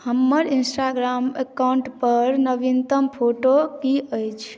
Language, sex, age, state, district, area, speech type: Maithili, female, 18-30, Bihar, Madhubani, rural, read